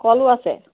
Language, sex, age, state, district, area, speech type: Assamese, female, 45-60, Assam, Biswanath, rural, conversation